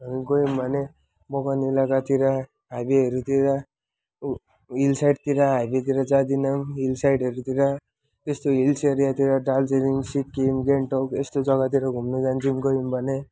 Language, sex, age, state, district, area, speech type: Nepali, male, 18-30, West Bengal, Jalpaiguri, rural, spontaneous